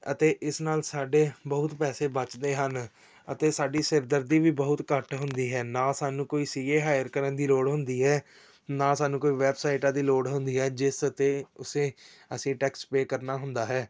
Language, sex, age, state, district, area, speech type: Punjabi, male, 18-30, Punjab, Tarn Taran, urban, spontaneous